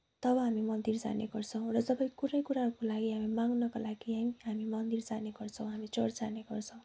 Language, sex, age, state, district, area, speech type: Nepali, female, 18-30, West Bengal, Kalimpong, rural, spontaneous